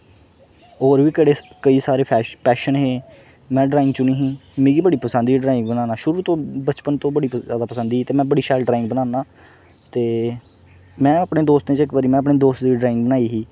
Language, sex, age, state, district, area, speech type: Dogri, male, 18-30, Jammu and Kashmir, Kathua, rural, spontaneous